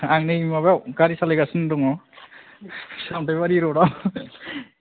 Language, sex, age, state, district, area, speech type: Bodo, male, 18-30, Assam, Kokrajhar, urban, conversation